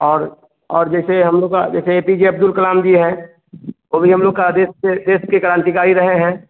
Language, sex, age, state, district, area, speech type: Hindi, male, 18-30, Bihar, Vaishali, rural, conversation